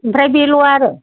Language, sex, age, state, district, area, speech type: Bodo, female, 60+, Assam, Kokrajhar, rural, conversation